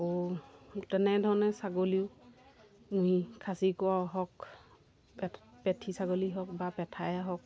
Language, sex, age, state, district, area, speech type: Assamese, female, 30-45, Assam, Golaghat, rural, spontaneous